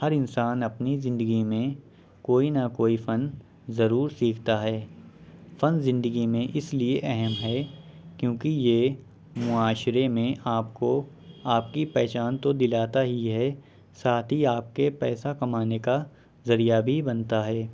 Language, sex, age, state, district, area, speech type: Urdu, male, 18-30, Uttar Pradesh, Shahjahanpur, rural, spontaneous